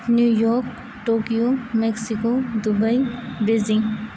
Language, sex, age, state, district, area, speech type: Urdu, female, 30-45, Uttar Pradesh, Aligarh, rural, spontaneous